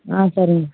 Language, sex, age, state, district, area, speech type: Tamil, female, 18-30, Tamil Nadu, Kallakurichi, urban, conversation